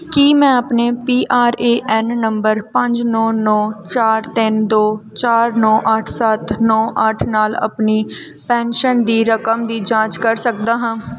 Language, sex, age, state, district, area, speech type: Punjabi, female, 18-30, Punjab, Gurdaspur, urban, read